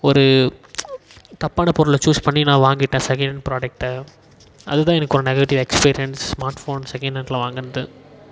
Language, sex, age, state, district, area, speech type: Tamil, male, 18-30, Tamil Nadu, Tiruvannamalai, urban, spontaneous